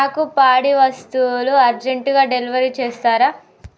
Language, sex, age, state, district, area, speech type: Telugu, female, 18-30, Telangana, Mancherial, rural, read